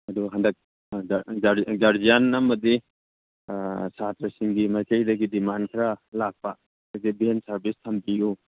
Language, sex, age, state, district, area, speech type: Manipuri, male, 30-45, Manipur, Churachandpur, rural, conversation